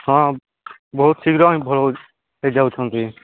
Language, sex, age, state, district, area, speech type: Odia, male, 18-30, Odisha, Nabarangpur, urban, conversation